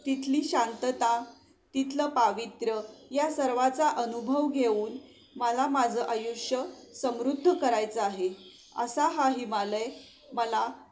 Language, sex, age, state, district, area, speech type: Marathi, female, 45-60, Maharashtra, Sangli, rural, spontaneous